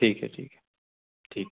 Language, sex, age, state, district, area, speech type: Hindi, male, 18-30, Madhya Pradesh, Betul, urban, conversation